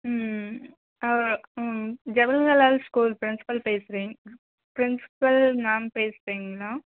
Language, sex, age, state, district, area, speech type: Tamil, female, 60+, Tamil Nadu, Cuddalore, urban, conversation